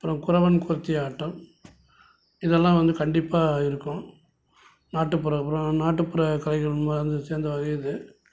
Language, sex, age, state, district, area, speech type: Tamil, male, 60+, Tamil Nadu, Salem, urban, spontaneous